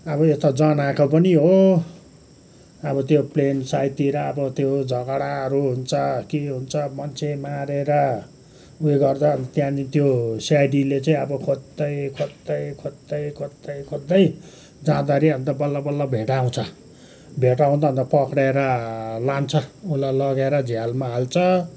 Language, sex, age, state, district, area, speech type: Nepali, male, 60+, West Bengal, Kalimpong, rural, spontaneous